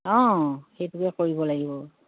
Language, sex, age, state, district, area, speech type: Assamese, female, 60+, Assam, Dibrugarh, rural, conversation